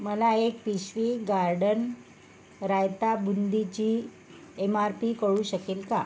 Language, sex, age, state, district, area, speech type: Marathi, female, 45-60, Maharashtra, Yavatmal, urban, read